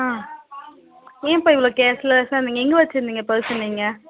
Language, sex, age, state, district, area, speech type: Tamil, female, 18-30, Tamil Nadu, Kallakurichi, rural, conversation